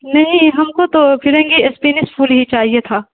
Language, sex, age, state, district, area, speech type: Urdu, female, 18-30, Bihar, Saharsa, rural, conversation